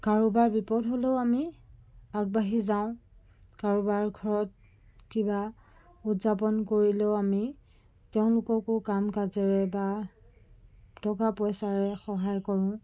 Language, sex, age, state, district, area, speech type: Assamese, female, 30-45, Assam, Jorhat, urban, spontaneous